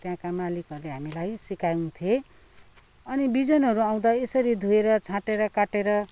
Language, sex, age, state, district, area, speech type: Nepali, female, 60+, West Bengal, Kalimpong, rural, spontaneous